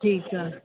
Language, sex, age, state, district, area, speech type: Sindhi, female, 60+, Delhi, South Delhi, urban, conversation